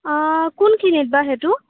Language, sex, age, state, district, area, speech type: Assamese, female, 18-30, Assam, Kamrup Metropolitan, urban, conversation